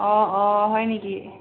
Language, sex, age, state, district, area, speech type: Assamese, female, 18-30, Assam, Tinsukia, urban, conversation